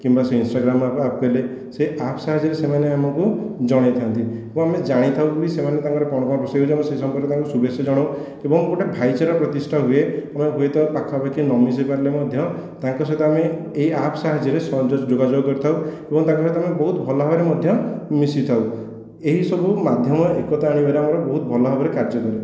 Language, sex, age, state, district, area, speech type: Odia, male, 18-30, Odisha, Khordha, rural, spontaneous